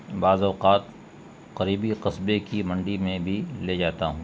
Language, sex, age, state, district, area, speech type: Urdu, male, 45-60, Bihar, Gaya, rural, spontaneous